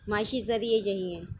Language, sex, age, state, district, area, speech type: Urdu, female, 30-45, Uttar Pradesh, Shahjahanpur, urban, spontaneous